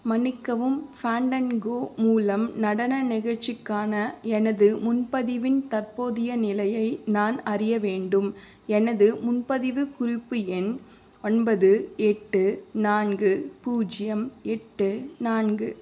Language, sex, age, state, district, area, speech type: Tamil, female, 30-45, Tamil Nadu, Vellore, urban, read